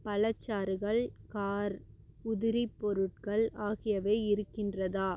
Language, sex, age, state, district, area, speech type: Tamil, female, 30-45, Tamil Nadu, Namakkal, rural, read